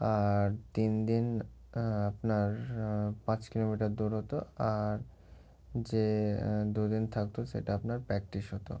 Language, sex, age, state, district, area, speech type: Bengali, male, 18-30, West Bengal, Murshidabad, urban, spontaneous